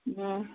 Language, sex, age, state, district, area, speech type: Tamil, female, 30-45, Tamil Nadu, Tirupattur, rural, conversation